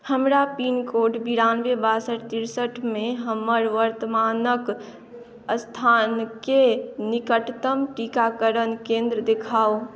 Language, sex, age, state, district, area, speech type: Maithili, female, 18-30, Bihar, Madhubani, rural, read